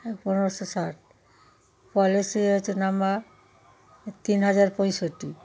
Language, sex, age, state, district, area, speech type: Bengali, female, 60+, West Bengal, Darjeeling, rural, spontaneous